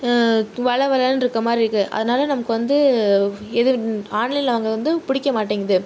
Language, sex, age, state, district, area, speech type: Tamil, female, 18-30, Tamil Nadu, Tiruchirappalli, rural, spontaneous